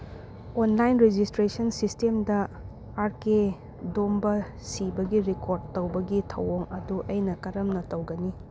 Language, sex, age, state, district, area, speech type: Manipuri, female, 30-45, Manipur, Churachandpur, rural, read